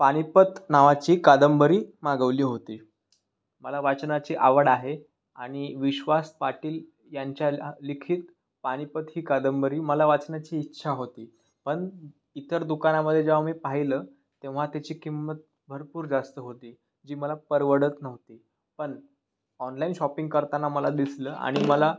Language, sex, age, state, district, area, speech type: Marathi, male, 18-30, Maharashtra, Raigad, rural, spontaneous